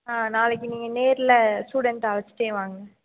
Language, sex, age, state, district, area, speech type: Tamil, female, 18-30, Tamil Nadu, Mayiladuthurai, rural, conversation